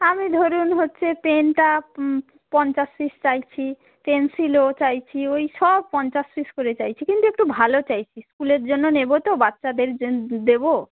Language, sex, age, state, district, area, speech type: Bengali, female, 30-45, West Bengal, Darjeeling, rural, conversation